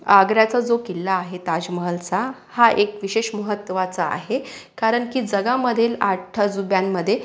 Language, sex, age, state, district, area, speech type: Marathi, female, 30-45, Maharashtra, Akola, urban, spontaneous